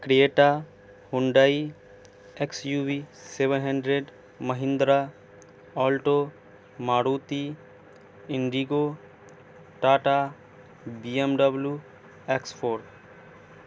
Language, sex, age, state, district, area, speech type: Urdu, male, 18-30, Bihar, Madhubani, rural, spontaneous